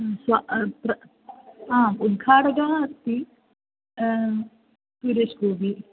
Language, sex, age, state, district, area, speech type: Sanskrit, female, 18-30, Kerala, Thrissur, rural, conversation